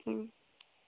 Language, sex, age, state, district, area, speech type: Bengali, female, 18-30, West Bengal, North 24 Parganas, rural, conversation